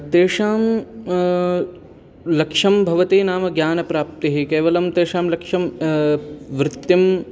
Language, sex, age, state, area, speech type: Sanskrit, male, 18-30, Haryana, urban, spontaneous